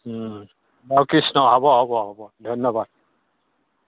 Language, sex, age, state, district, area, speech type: Assamese, male, 60+, Assam, Dhemaji, rural, conversation